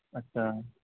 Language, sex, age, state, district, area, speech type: Urdu, male, 18-30, Delhi, East Delhi, urban, conversation